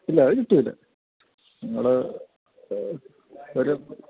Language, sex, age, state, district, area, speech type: Malayalam, male, 30-45, Kerala, Thiruvananthapuram, urban, conversation